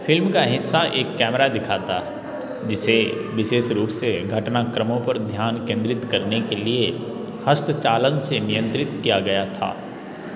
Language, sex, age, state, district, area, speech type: Hindi, male, 18-30, Bihar, Darbhanga, rural, read